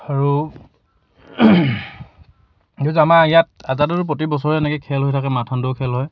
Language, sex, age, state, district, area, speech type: Assamese, male, 18-30, Assam, Lakhimpur, rural, spontaneous